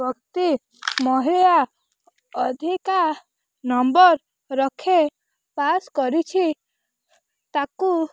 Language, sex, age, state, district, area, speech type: Odia, female, 18-30, Odisha, Rayagada, rural, spontaneous